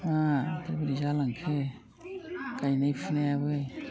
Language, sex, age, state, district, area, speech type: Bodo, female, 60+, Assam, Udalguri, rural, spontaneous